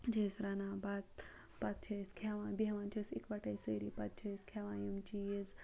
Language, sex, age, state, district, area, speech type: Kashmiri, female, 30-45, Jammu and Kashmir, Ganderbal, rural, spontaneous